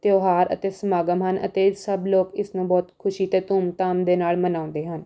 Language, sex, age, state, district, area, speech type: Punjabi, female, 18-30, Punjab, Rupnagar, urban, spontaneous